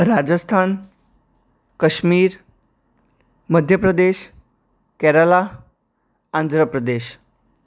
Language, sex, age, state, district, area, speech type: Gujarati, male, 18-30, Gujarat, Anand, urban, spontaneous